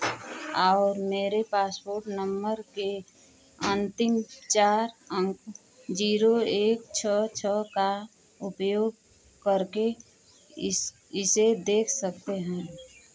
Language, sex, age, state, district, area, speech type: Hindi, female, 45-60, Uttar Pradesh, Mau, rural, read